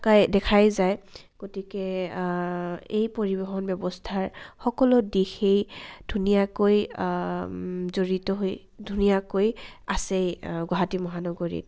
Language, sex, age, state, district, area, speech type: Assamese, female, 18-30, Assam, Kamrup Metropolitan, urban, spontaneous